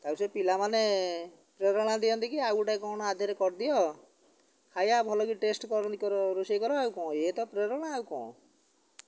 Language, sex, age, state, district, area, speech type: Odia, male, 60+, Odisha, Jagatsinghpur, rural, spontaneous